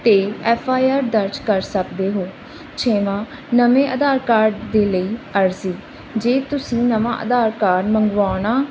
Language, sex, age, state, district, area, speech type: Punjabi, female, 30-45, Punjab, Barnala, rural, spontaneous